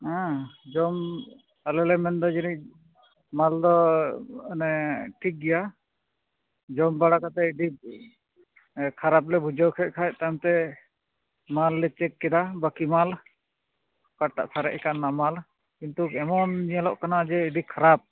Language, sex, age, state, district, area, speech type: Santali, male, 30-45, West Bengal, Malda, rural, conversation